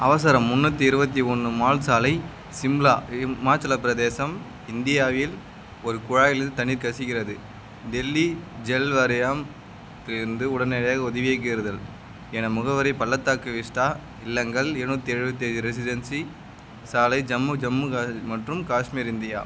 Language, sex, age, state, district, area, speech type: Tamil, male, 18-30, Tamil Nadu, Madurai, rural, read